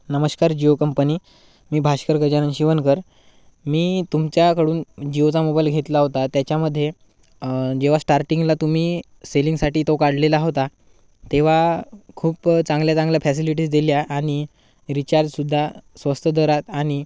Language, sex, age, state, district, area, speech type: Marathi, male, 18-30, Maharashtra, Gadchiroli, rural, spontaneous